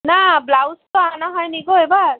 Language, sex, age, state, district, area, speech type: Bengali, female, 30-45, West Bengal, Alipurduar, rural, conversation